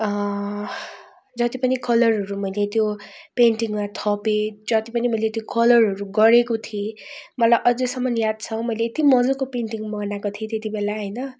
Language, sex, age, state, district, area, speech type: Nepali, female, 30-45, West Bengal, Darjeeling, rural, spontaneous